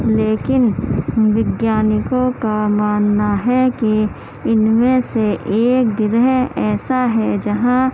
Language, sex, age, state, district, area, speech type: Urdu, female, 18-30, Uttar Pradesh, Gautam Buddha Nagar, urban, spontaneous